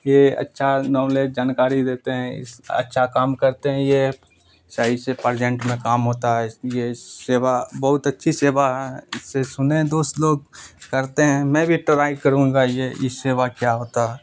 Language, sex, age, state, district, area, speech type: Urdu, male, 45-60, Bihar, Supaul, rural, spontaneous